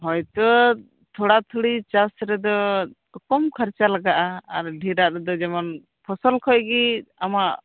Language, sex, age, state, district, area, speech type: Santali, female, 18-30, West Bengal, Birbhum, rural, conversation